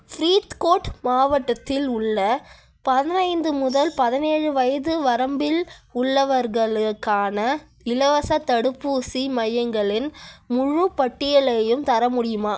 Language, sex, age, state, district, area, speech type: Tamil, female, 30-45, Tamil Nadu, Cuddalore, rural, read